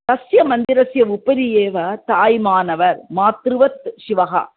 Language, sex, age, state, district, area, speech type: Sanskrit, female, 45-60, Andhra Pradesh, Chittoor, urban, conversation